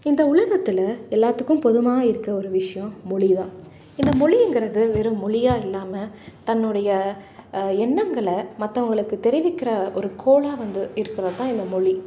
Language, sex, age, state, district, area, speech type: Tamil, female, 30-45, Tamil Nadu, Salem, urban, spontaneous